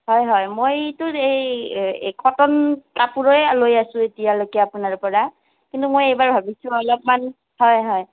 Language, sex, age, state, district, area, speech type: Assamese, female, 30-45, Assam, Kamrup Metropolitan, rural, conversation